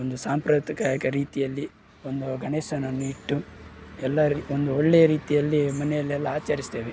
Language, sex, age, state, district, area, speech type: Kannada, male, 30-45, Karnataka, Udupi, rural, spontaneous